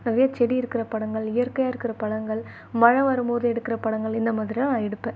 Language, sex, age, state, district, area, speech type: Tamil, female, 18-30, Tamil Nadu, Chennai, urban, spontaneous